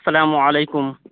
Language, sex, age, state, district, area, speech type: Urdu, male, 18-30, Bihar, Madhubani, urban, conversation